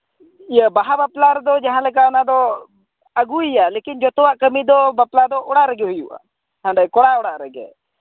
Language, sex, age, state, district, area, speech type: Santali, male, 45-60, Jharkhand, Seraikela Kharsawan, rural, conversation